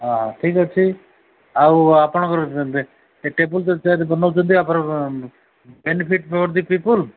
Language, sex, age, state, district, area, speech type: Odia, male, 45-60, Odisha, Koraput, urban, conversation